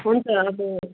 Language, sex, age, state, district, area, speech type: Nepali, female, 45-60, West Bengal, Darjeeling, rural, conversation